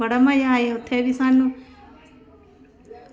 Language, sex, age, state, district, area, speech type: Dogri, female, 45-60, Jammu and Kashmir, Samba, rural, spontaneous